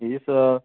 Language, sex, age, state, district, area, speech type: Odia, male, 60+, Odisha, Kendujhar, urban, conversation